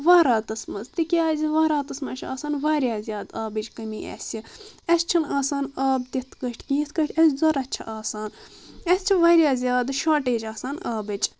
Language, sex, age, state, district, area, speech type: Kashmiri, female, 18-30, Jammu and Kashmir, Budgam, rural, spontaneous